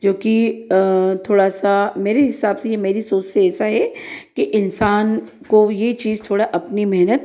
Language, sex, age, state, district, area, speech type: Hindi, female, 45-60, Madhya Pradesh, Ujjain, urban, spontaneous